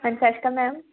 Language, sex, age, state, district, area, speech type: Punjabi, female, 18-30, Punjab, Amritsar, rural, conversation